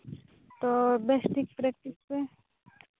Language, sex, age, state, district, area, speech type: Santali, female, 18-30, Jharkhand, Seraikela Kharsawan, rural, conversation